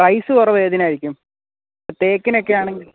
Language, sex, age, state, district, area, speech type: Malayalam, male, 18-30, Kerala, Kottayam, rural, conversation